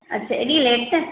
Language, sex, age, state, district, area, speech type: Sindhi, female, 30-45, Madhya Pradesh, Katni, urban, conversation